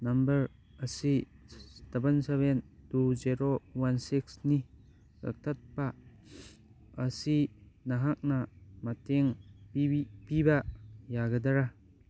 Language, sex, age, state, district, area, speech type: Manipuri, male, 18-30, Manipur, Churachandpur, rural, read